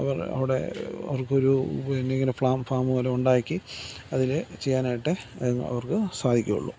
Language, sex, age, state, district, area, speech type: Malayalam, male, 45-60, Kerala, Thiruvananthapuram, rural, spontaneous